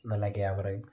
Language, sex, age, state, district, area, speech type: Malayalam, male, 30-45, Kerala, Wayanad, rural, spontaneous